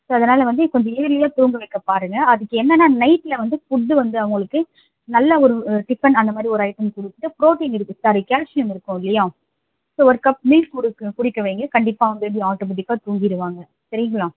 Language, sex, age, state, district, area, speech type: Tamil, female, 18-30, Tamil Nadu, Chennai, urban, conversation